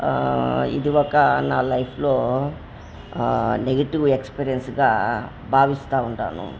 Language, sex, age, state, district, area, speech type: Telugu, male, 30-45, Andhra Pradesh, Kadapa, rural, spontaneous